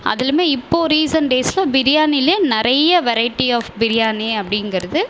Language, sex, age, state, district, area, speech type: Tamil, female, 30-45, Tamil Nadu, Viluppuram, rural, spontaneous